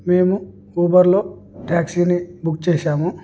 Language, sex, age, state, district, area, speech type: Telugu, male, 18-30, Andhra Pradesh, Kurnool, urban, spontaneous